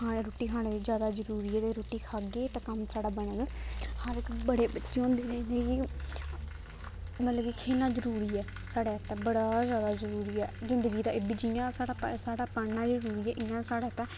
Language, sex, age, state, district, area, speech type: Dogri, female, 18-30, Jammu and Kashmir, Kathua, rural, spontaneous